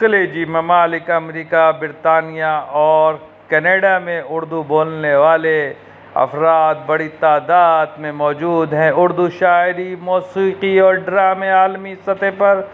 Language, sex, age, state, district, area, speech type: Urdu, male, 30-45, Uttar Pradesh, Rampur, urban, spontaneous